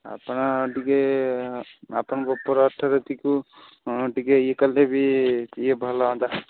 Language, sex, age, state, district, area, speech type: Odia, male, 18-30, Odisha, Jagatsinghpur, rural, conversation